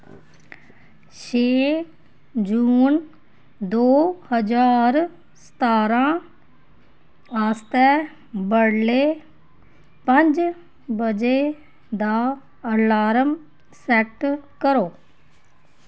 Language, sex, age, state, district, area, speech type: Dogri, female, 30-45, Jammu and Kashmir, Kathua, rural, read